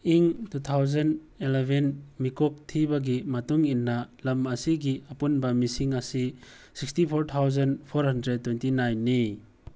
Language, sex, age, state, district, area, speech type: Manipuri, male, 18-30, Manipur, Tengnoupal, rural, read